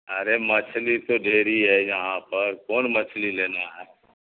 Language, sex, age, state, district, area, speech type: Urdu, male, 60+, Bihar, Supaul, rural, conversation